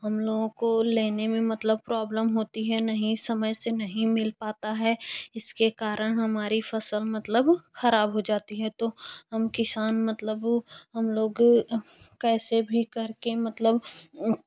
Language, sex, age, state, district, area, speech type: Hindi, female, 18-30, Uttar Pradesh, Jaunpur, urban, spontaneous